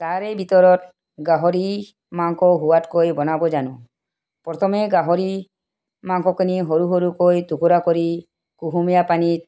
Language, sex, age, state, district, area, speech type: Assamese, female, 45-60, Assam, Tinsukia, urban, spontaneous